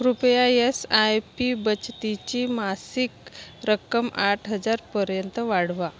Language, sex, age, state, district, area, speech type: Marathi, female, 30-45, Maharashtra, Nagpur, urban, read